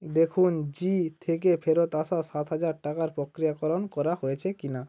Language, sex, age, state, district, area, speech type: Bengali, male, 45-60, West Bengal, Hooghly, urban, read